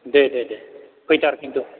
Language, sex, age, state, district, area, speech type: Bodo, male, 30-45, Assam, Chirang, rural, conversation